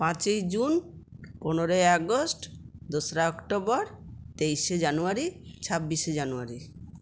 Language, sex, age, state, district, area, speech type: Bengali, female, 60+, West Bengal, Purulia, rural, spontaneous